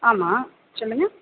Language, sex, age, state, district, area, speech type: Tamil, female, 30-45, Tamil Nadu, Pudukkottai, rural, conversation